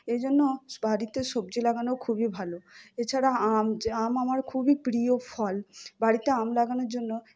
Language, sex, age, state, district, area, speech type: Bengali, female, 18-30, West Bengal, Purba Bardhaman, urban, spontaneous